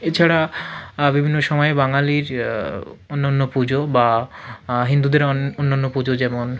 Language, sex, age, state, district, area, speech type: Bengali, male, 45-60, West Bengal, South 24 Parganas, rural, spontaneous